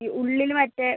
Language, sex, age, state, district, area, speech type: Malayalam, female, 30-45, Kerala, Wayanad, rural, conversation